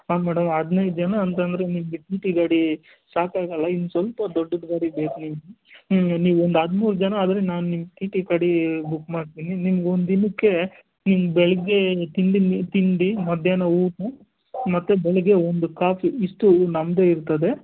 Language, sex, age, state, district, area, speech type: Kannada, male, 60+, Karnataka, Kolar, rural, conversation